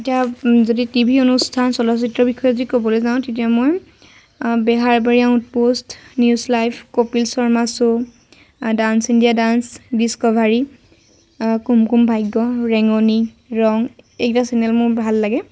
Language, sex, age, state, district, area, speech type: Assamese, female, 18-30, Assam, Lakhimpur, rural, spontaneous